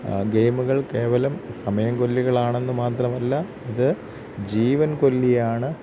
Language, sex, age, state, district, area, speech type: Malayalam, male, 45-60, Kerala, Thiruvananthapuram, rural, spontaneous